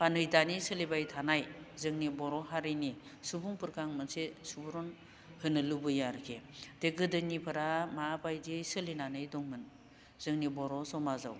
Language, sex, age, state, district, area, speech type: Bodo, female, 60+, Assam, Baksa, urban, spontaneous